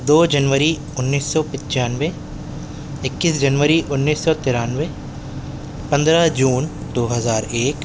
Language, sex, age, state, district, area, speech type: Urdu, male, 18-30, Delhi, Central Delhi, urban, spontaneous